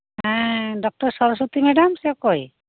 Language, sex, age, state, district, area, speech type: Santali, female, 45-60, West Bengal, Birbhum, rural, conversation